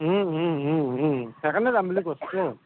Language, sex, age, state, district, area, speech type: Assamese, male, 30-45, Assam, Dhemaji, rural, conversation